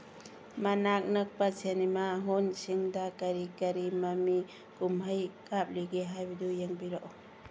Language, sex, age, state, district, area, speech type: Manipuri, female, 45-60, Manipur, Churachandpur, rural, read